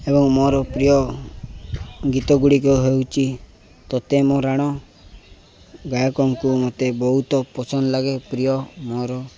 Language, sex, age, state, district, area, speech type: Odia, male, 18-30, Odisha, Nabarangpur, urban, spontaneous